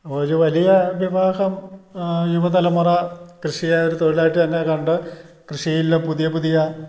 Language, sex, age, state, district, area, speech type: Malayalam, male, 60+, Kerala, Idukki, rural, spontaneous